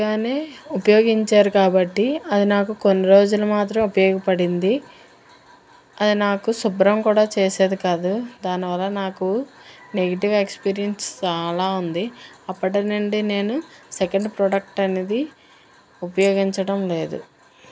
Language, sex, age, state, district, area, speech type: Telugu, female, 18-30, Telangana, Mancherial, rural, spontaneous